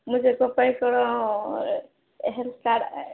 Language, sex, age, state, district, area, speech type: Odia, female, 30-45, Odisha, Sambalpur, rural, conversation